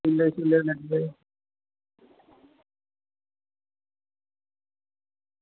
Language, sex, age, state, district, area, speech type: Dogri, male, 18-30, Jammu and Kashmir, Udhampur, rural, conversation